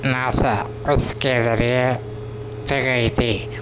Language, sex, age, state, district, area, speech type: Urdu, male, 18-30, Delhi, Central Delhi, urban, spontaneous